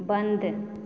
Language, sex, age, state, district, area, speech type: Maithili, female, 30-45, Bihar, Supaul, rural, read